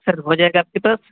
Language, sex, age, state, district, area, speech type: Urdu, male, 18-30, Uttar Pradesh, Saharanpur, urban, conversation